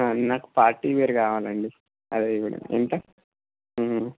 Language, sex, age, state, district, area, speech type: Telugu, male, 30-45, Andhra Pradesh, Srikakulam, urban, conversation